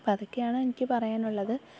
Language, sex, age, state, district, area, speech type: Malayalam, female, 18-30, Kerala, Thiruvananthapuram, rural, spontaneous